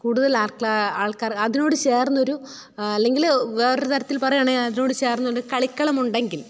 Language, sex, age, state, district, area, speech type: Malayalam, female, 30-45, Kerala, Pathanamthitta, rural, spontaneous